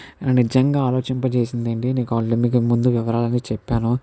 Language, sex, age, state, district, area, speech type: Telugu, male, 45-60, Andhra Pradesh, Kakinada, rural, spontaneous